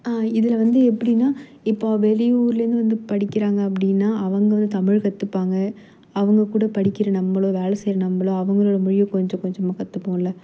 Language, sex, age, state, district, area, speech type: Tamil, female, 18-30, Tamil Nadu, Perambalur, urban, spontaneous